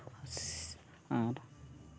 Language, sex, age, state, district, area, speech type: Santali, male, 18-30, West Bengal, Uttar Dinajpur, rural, spontaneous